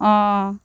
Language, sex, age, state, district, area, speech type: Assamese, female, 60+, Assam, Dhemaji, rural, spontaneous